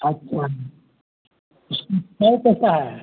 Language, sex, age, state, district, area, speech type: Hindi, male, 60+, Bihar, Madhepura, urban, conversation